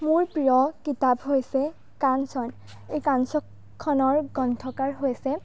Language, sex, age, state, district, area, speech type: Assamese, female, 18-30, Assam, Darrang, rural, spontaneous